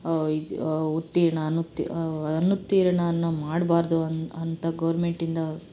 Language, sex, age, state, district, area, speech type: Kannada, female, 30-45, Karnataka, Chitradurga, urban, spontaneous